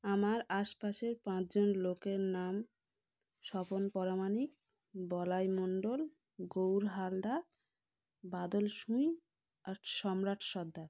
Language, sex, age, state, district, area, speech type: Bengali, female, 30-45, West Bengal, South 24 Parganas, rural, spontaneous